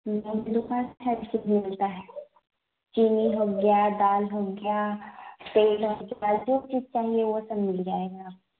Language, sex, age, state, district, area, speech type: Urdu, female, 18-30, Bihar, Khagaria, rural, conversation